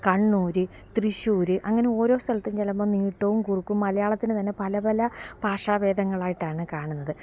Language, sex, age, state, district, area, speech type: Malayalam, female, 45-60, Kerala, Alappuzha, rural, spontaneous